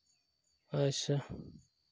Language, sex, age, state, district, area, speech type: Santali, male, 18-30, Jharkhand, East Singhbhum, rural, spontaneous